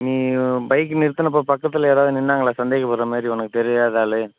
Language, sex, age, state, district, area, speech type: Tamil, male, 18-30, Tamil Nadu, Ariyalur, rural, conversation